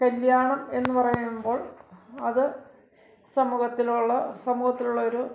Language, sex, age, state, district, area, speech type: Malayalam, male, 45-60, Kerala, Kottayam, rural, spontaneous